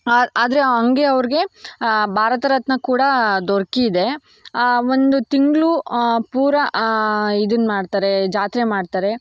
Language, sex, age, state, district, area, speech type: Kannada, female, 18-30, Karnataka, Tumkur, urban, spontaneous